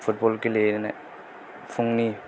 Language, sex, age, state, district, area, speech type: Bodo, male, 18-30, Assam, Kokrajhar, urban, spontaneous